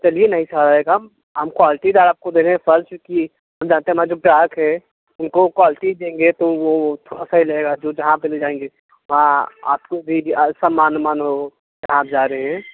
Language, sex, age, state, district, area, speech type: Hindi, male, 18-30, Uttar Pradesh, Mirzapur, urban, conversation